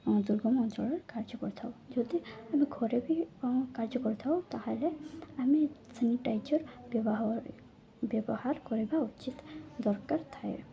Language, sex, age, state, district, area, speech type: Odia, female, 18-30, Odisha, Koraput, urban, spontaneous